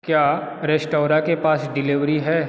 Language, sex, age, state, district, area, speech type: Hindi, male, 30-45, Bihar, Darbhanga, rural, read